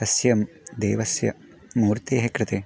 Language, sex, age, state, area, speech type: Sanskrit, male, 18-30, Uttarakhand, rural, spontaneous